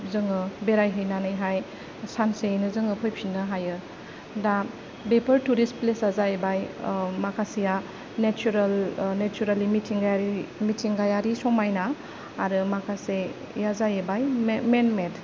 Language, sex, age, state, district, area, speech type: Bodo, female, 30-45, Assam, Kokrajhar, rural, spontaneous